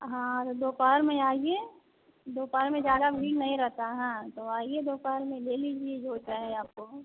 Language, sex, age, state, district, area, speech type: Hindi, female, 60+, Uttar Pradesh, Azamgarh, urban, conversation